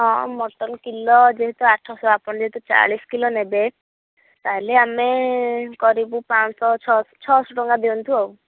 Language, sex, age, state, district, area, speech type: Odia, female, 30-45, Odisha, Bhadrak, rural, conversation